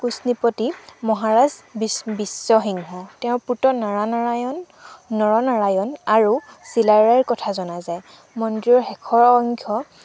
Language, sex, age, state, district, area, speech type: Assamese, female, 18-30, Assam, Sivasagar, rural, spontaneous